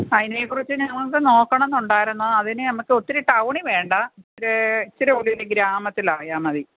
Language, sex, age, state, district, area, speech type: Malayalam, female, 45-60, Kerala, Kottayam, urban, conversation